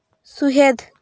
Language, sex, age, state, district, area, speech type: Santali, female, 18-30, West Bengal, Purba Bardhaman, rural, read